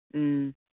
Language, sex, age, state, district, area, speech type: Manipuri, female, 60+, Manipur, Imphal East, rural, conversation